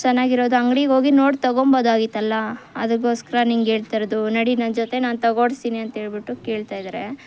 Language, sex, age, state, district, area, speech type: Kannada, female, 18-30, Karnataka, Kolar, rural, spontaneous